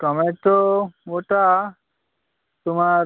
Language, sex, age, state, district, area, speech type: Bengali, male, 18-30, West Bengal, Birbhum, urban, conversation